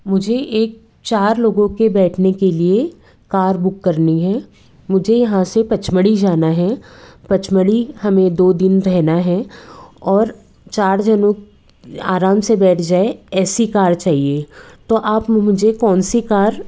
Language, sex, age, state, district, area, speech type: Hindi, female, 45-60, Madhya Pradesh, Betul, urban, spontaneous